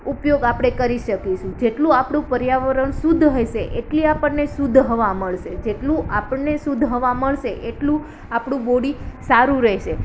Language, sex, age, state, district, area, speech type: Gujarati, female, 18-30, Gujarat, Ahmedabad, urban, spontaneous